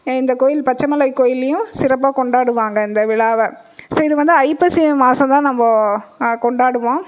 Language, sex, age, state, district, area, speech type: Tamil, female, 30-45, Tamil Nadu, Erode, rural, spontaneous